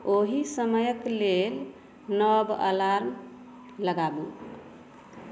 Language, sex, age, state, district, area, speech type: Maithili, female, 30-45, Bihar, Madhepura, urban, read